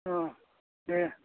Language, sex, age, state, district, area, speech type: Bodo, male, 60+, Assam, Kokrajhar, rural, conversation